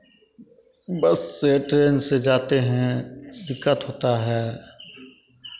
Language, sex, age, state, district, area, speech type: Hindi, male, 45-60, Bihar, Begusarai, urban, spontaneous